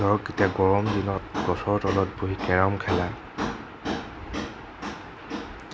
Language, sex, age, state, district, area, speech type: Assamese, male, 18-30, Assam, Nagaon, rural, spontaneous